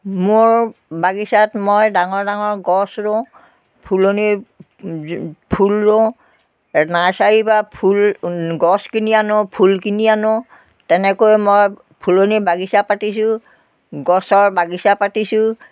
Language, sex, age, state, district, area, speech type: Assamese, female, 60+, Assam, Biswanath, rural, spontaneous